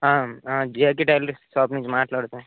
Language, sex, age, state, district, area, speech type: Telugu, male, 30-45, Andhra Pradesh, Srikakulam, urban, conversation